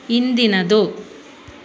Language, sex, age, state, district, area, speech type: Kannada, female, 30-45, Karnataka, Bangalore Rural, rural, read